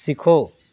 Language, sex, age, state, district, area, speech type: Hindi, male, 45-60, Uttar Pradesh, Azamgarh, rural, read